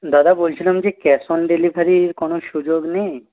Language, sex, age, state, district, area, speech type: Bengali, male, 30-45, West Bengal, Purulia, urban, conversation